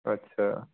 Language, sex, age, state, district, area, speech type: Punjabi, male, 18-30, Punjab, Fazilka, rural, conversation